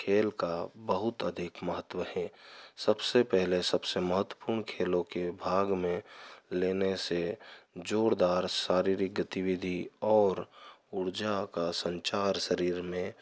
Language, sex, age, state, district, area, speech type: Hindi, male, 30-45, Madhya Pradesh, Ujjain, rural, spontaneous